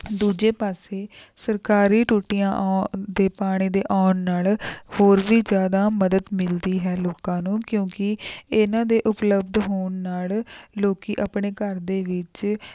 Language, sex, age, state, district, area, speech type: Punjabi, female, 18-30, Punjab, Rupnagar, rural, spontaneous